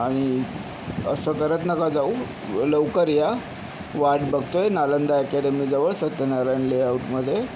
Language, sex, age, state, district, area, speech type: Marathi, male, 60+, Maharashtra, Yavatmal, urban, spontaneous